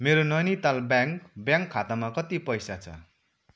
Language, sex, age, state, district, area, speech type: Nepali, male, 30-45, West Bengal, Kalimpong, rural, read